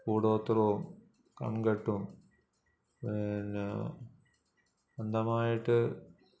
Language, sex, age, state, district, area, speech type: Malayalam, male, 45-60, Kerala, Alappuzha, rural, spontaneous